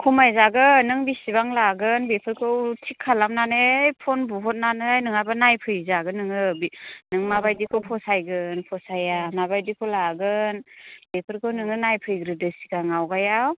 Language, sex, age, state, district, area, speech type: Bodo, female, 18-30, Assam, Chirang, urban, conversation